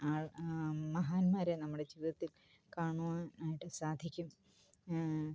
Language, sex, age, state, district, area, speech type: Malayalam, female, 45-60, Kerala, Kottayam, rural, spontaneous